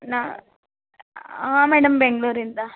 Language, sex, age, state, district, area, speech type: Kannada, female, 30-45, Karnataka, Mandya, rural, conversation